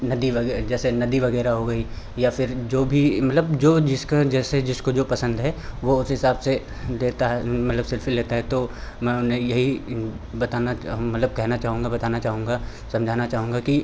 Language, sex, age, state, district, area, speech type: Hindi, male, 30-45, Uttar Pradesh, Lucknow, rural, spontaneous